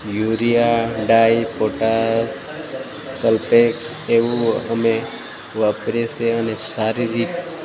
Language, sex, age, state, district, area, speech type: Gujarati, male, 30-45, Gujarat, Narmada, rural, spontaneous